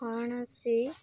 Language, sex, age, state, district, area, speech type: Odia, female, 18-30, Odisha, Nabarangpur, urban, spontaneous